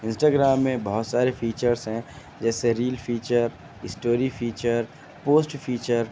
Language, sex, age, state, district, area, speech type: Urdu, male, 18-30, Uttar Pradesh, Shahjahanpur, urban, spontaneous